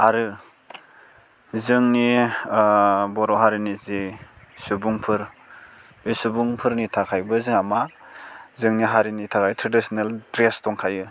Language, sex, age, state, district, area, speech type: Bodo, male, 18-30, Assam, Baksa, rural, spontaneous